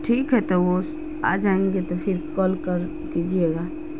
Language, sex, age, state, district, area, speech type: Urdu, female, 30-45, Bihar, Madhubani, rural, spontaneous